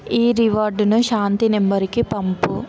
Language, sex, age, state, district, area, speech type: Telugu, female, 18-30, Telangana, Hyderabad, urban, read